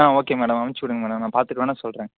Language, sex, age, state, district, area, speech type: Tamil, male, 18-30, Tamil Nadu, Coimbatore, urban, conversation